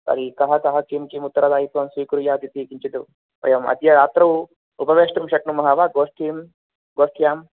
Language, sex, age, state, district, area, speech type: Sanskrit, male, 30-45, Telangana, Nizamabad, urban, conversation